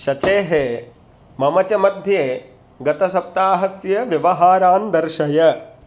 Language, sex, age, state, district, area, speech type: Sanskrit, male, 45-60, Madhya Pradesh, Indore, rural, read